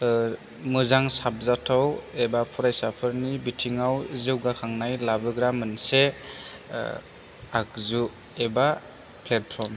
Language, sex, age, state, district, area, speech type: Bodo, male, 18-30, Assam, Chirang, rural, spontaneous